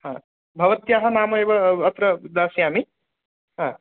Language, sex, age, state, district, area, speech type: Sanskrit, male, 18-30, Odisha, Puri, rural, conversation